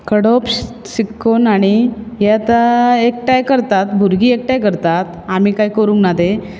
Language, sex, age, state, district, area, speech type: Goan Konkani, female, 30-45, Goa, Bardez, urban, spontaneous